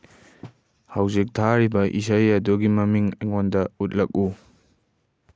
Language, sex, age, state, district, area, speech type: Manipuri, male, 18-30, Manipur, Kangpokpi, urban, read